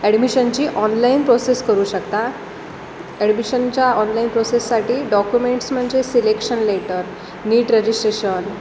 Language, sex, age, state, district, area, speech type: Marathi, female, 18-30, Maharashtra, Sindhudurg, rural, spontaneous